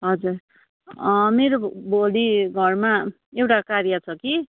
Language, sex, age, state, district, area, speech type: Nepali, female, 30-45, West Bengal, Darjeeling, rural, conversation